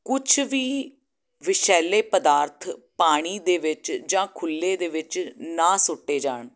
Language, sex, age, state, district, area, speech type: Punjabi, female, 30-45, Punjab, Jalandhar, urban, spontaneous